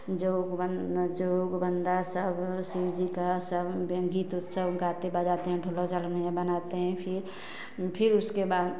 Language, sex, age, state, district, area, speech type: Hindi, female, 30-45, Uttar Pradesh, Ghazipur, urban, spontaneous